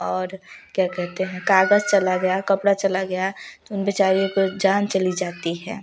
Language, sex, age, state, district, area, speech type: Hindi, female, 18-30, Uttar Pradesh, Prayagraj, rural, spontaneous